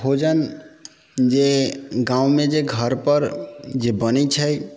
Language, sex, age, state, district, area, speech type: Maithili, male, 45-60, Bihar, Sitamarhi, rural, spontaneous